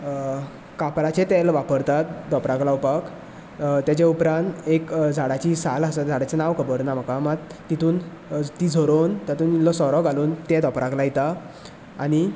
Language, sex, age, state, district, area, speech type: Goan Konkani, male, 18-30, Goa, Bardez, rural, spontaneous